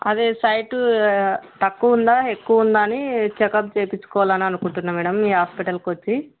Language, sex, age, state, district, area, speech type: Telugu, female, 18-30, Andhra Pradesh, Kurnool, rural, conversation